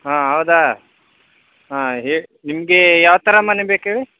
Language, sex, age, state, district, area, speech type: Kannada, male, 18-30, Karnataka, Chamarajanagar, rural, conversation